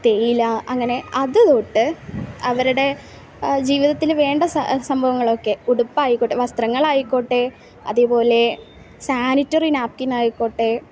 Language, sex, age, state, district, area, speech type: Malayalam, female, 18-30, Kerala, Kasaragod, urban, spontaneous